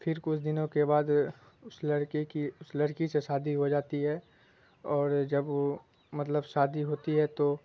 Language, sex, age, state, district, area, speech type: Urdu, male, 18-30, Bihar, Supaul, rural, spontaneous